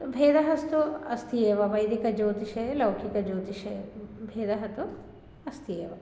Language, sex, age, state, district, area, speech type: Sanskrit, female, 30-45, Telangana, Hyderabad, urban, spontaneous